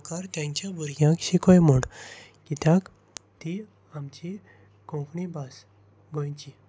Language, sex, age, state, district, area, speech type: Goan Konkani, male, 18-30, Goa, Salcete, rural, spontaneous